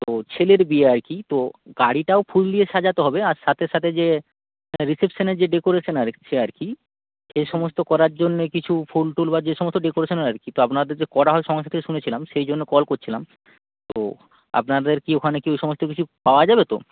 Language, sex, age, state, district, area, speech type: Bengali, male, 18-30, West Bengal, North 24 Parganas, rural, conversation